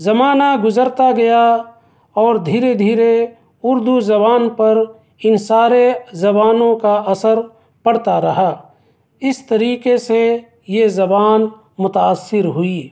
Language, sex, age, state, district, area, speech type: Urdu, male, 30-45, Delhi, South Delhi, urban, spontaneous